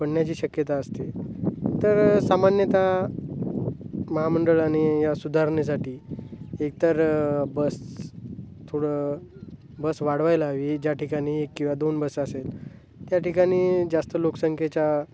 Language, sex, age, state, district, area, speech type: Marathi, male, 18-30, Maharashtra, Hingoli, urban, spontaneous